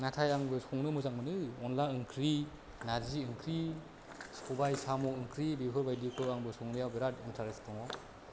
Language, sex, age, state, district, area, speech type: Bodo, male, 30-45, Assam, Kokrajhar, rural, spontaneous